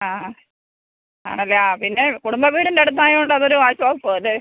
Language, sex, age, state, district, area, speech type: Malayalam, female, 30-45, Kerala, Pathanamthitta, rural, conversation